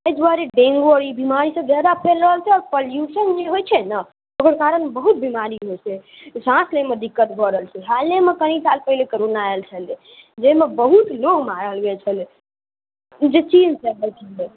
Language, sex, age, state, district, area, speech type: Maithili, male, 18-30, Bihar, Muzaffarpur, urban, conversation